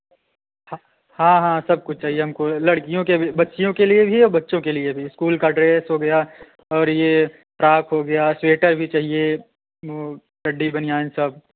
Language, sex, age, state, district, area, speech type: Hindi, male, 18-30, Uttar Pradesh, Prayagraj, urban, conversation